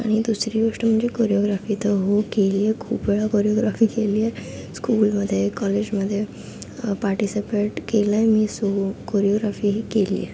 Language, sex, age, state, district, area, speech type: Marathi, female, 18-30, Maharashtra, Thane, urban, spontaneous